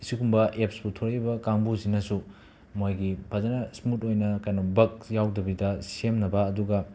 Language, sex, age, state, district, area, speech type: Manipuri, male, 30-45, Manipur, Imphal West, urban, spontaneous